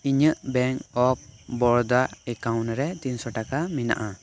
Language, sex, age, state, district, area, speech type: Santali, male, 18-30, West Bengal, Birbhum, rural, read